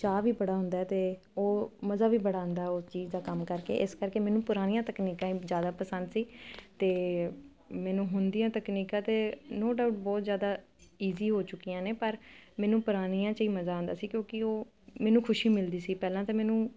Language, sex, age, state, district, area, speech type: Punjabi, female, 30-45, Punjab, Kapurthala, urban, spontaneous